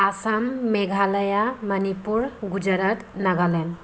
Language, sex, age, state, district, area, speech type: Bodo, female, 18-30, Assam, Kokrajhar, rural, spontaneous